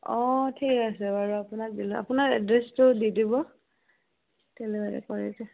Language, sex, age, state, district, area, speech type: Assamese, female, 30-45, Assam, Morigaon, rural, conversation